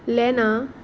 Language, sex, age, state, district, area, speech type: Goan Konkani, female, 18-30, Goa, Salcete, rural, spontaneous